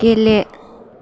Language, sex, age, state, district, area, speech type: Bodo, female, 30-45, Assam, Chirang, urban, read